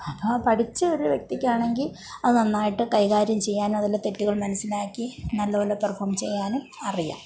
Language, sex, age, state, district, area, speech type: Malayalam, female, 45-60, Kerala, Kollam, rural, spontaneous